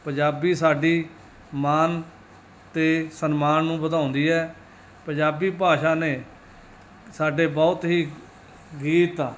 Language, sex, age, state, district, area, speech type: Punjabi, male, 30-45, Punjab, Mansa, urban, spontaneous